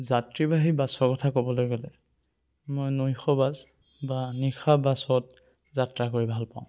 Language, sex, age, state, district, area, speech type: Assamese, male, 18-30, Assam, Sonitpur, rural, spontaneous